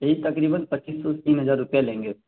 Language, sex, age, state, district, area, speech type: Urdu, male, 18-30, Bihar, Darbhanga, rural, conversation